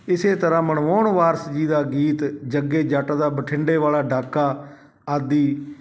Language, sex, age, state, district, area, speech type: Punjabi, male, 45-60, Punjab, Shaheed Bhagat Singh Nagar, urban, spontaneous